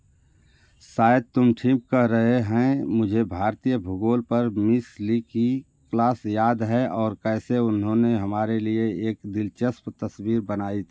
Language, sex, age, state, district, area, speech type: Hindi, male, 60+, Uttar Pradesh, Mau, rural, read